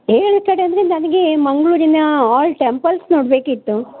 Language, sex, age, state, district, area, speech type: Kannada, female, 60+, Karnataka, Dakshina Kannada, rural, conversation